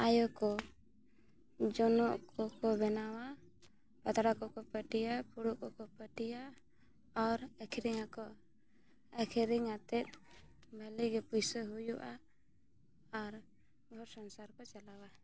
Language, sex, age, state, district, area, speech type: Santali, female, 18-30, Jharkhand, Bokaro, rural, spontaneous